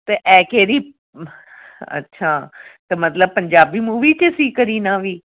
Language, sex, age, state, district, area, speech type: Punjabi, female, 45-60, Punjab, Tarn Taran, urban, conversation